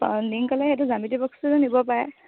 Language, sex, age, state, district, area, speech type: Assamese, female, 18-30, Assam, Sivasagar, rural, conversation